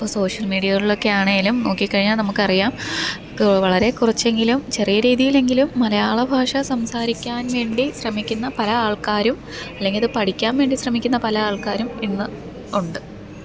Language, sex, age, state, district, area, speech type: Malayalam, female, 30-45, Kerala, Pathanamthitta, rural, spontaneous